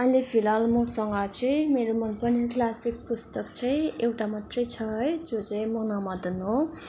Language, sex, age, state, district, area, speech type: Nepali, female, 18-30, West Bengal, Darjeeling, rural, spontaneous